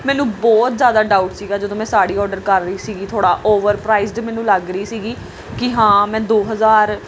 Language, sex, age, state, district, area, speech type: Punjabi, female, 18-30, Punjab, Pathankot, rural, spontaneous